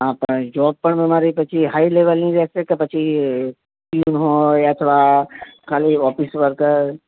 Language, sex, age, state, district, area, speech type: Gujarati, male, 45-60, Gujarat, Ahmedabad, urban, conversation